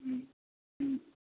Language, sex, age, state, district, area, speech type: Maithili, male, 18-30, Bihar, Supaul, rural, conversation